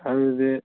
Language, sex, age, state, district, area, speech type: Manipuri, male, 30-45, Manipur, Churachandpur, rural, conversation